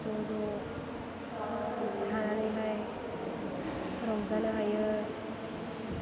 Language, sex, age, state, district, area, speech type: Bodo, female, 18-30, Assam, Chirang, urban, spontaneous